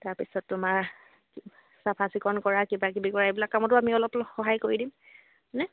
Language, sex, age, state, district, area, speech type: Assamese, female, 18-30, Assam, Sivasagar, rural, conversation